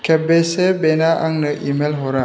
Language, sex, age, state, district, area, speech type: Bodo, male, 30-45, Assam, Chirang, rural, read